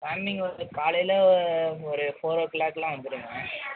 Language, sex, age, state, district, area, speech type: Tamil, male, 18-30, Tamil Nadu, Mayiladuthurai, urban, conversation